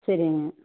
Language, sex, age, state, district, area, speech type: Tamil, female, 30-45, Tamil Nadu, Erode, rural, conversation